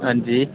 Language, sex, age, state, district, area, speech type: Dogri, male, 30-45, Jammu and Kashmir, Udhampur, rural, conversation